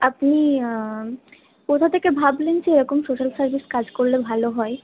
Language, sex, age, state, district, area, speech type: Bengali, female, 45-60, West Bengal, Purba Bardhaman, rural, conversation